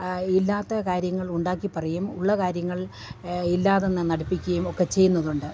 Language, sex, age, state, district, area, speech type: Malayalam, female, 45-60, Kerala, Idukki, rural, spontaneous